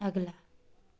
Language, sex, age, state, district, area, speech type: Punjabi, female, 18-30, Punjab, Tarn Taran, rural, read